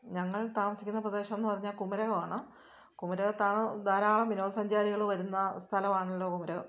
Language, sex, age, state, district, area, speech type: Malayalam, female, 45-60, Kerala, Kottayam, rural, spontaneous